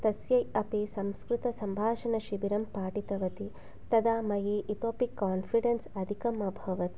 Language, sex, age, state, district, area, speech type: Sanskrit, female, 30-45, Telangana, Hyderabad, rural, spontaneous